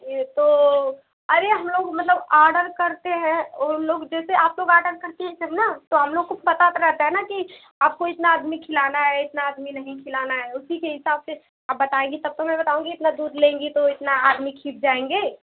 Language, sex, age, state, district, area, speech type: Hindi, female, 18-30, Uttar Pradesh, Mau, rural, conversation